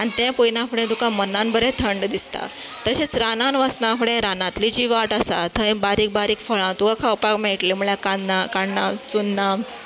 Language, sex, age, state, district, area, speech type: Goan Konkani, female, 30-45, Goa, Canacona, rural, spontaneous